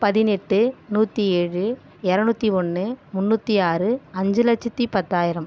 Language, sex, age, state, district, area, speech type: Tamil, female, 30-45, Tamil Nadu, Viluppuram, rural, spontaneous